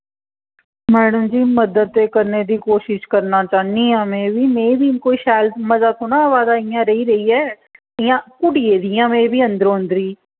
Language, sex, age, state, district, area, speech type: Dogri, female, 30-45, Jammu and Kashmir, Jammu, urban, conversation